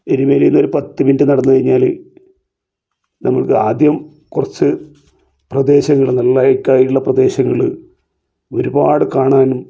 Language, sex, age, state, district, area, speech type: Malayalam, male, 45-60, Kerala, Kasaragod, rural, spontaneous